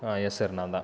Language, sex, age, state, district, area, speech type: Tamil, male, 18-30, Tamil Nadu, Viluppuram, urban, spontaneous